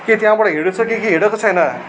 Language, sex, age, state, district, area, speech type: Nepali, male, 30-45, West Bengal, Darjeeling, rural, spontaneous